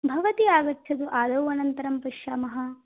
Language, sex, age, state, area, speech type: Sanskrit, female, 18-30, Assam, rural, conversation